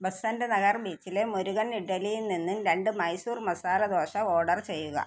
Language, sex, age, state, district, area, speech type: Malayalam, female, 45-60, Kerala, Thiruvananthapuram, rural, read